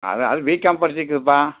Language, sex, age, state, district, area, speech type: Tamil, male, 60+, Tamil Nadu, Tiruppur, rural, conversation